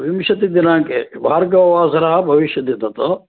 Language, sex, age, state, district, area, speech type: Sanskrit, male, 60+, Karnataka, Shimoga, urban, conversation